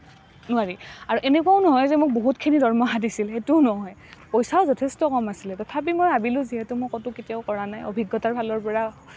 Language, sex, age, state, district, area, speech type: Assamese, female, 18-30, Assam, Nalbari, rural, spontaneous